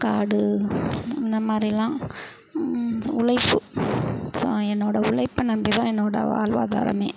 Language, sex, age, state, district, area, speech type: Tamil, female, 45-60, Tamil Nadu, Perambalur, urban, spontaneous